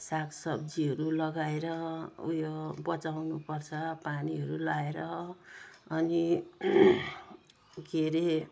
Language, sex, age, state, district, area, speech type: Nepali, female, 60+, West Bengal, Jalpaiguri, urban, spontaneous